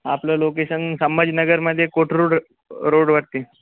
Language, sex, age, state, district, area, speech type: Marathi, male, 18-30, Maharashtra, Jalna, urban, conversation